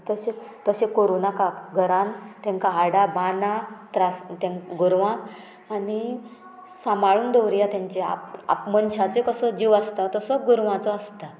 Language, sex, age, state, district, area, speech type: Goan Konkani, female, 45-60, Goa, Murmgao, rural, spontaneous